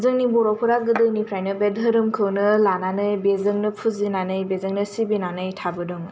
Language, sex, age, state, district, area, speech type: Bodo, female, 18-30, Assam, Kokrajhar, urban, spontaneous